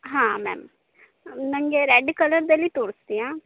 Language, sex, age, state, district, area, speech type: Kannada, female, 30-45, Karnataka, Uttara Kannada, rural, conversation